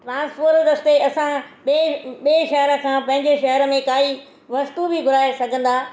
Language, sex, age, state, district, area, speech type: Sindhi, female, 60+, Gujarat, Surat, urban, spontaneous